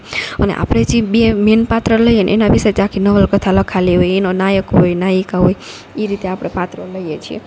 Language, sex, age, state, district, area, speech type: Gujarati, female, 18-30, Gujarat, Rajkot, rural, spontaneous